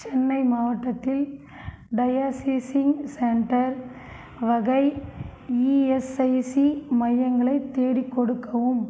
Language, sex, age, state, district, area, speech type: Tamil, female, 45-60, Tamil Nadu, Krishnagiri, rural, read